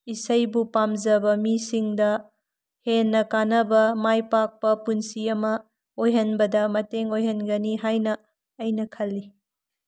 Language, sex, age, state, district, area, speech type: Manipuri, female, 18-30, Manipur, Tengnoupal, rural, spontaneous